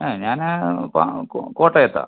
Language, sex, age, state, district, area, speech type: Malayalam, male, 45-60, Kerala, Pathanamthitta, rural, conversation